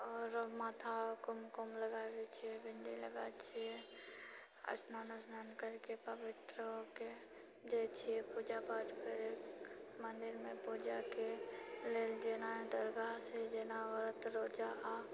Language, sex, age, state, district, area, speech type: Maithili, female, 45-60, Bihar, Purnia, rural, spontaneous